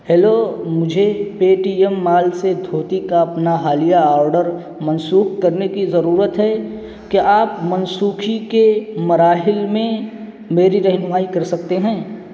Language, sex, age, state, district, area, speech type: Urdu, male, 18-30, Uttar Pradesh, Siddharthnagar, rural, read